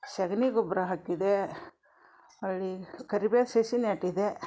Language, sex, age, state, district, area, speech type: Kannada, female, 60+, Karnataka, Gadag, urban, spontaneous